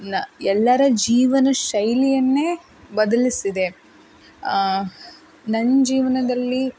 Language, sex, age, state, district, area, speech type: Kannada, female, 30-45, Karnataka, Tumkur, rural, spontaneous